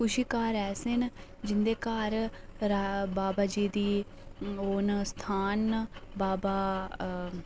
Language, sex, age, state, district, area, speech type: Dogri, female, 18-30, Jammu and Kashmir, Reasi, rural, spontaneous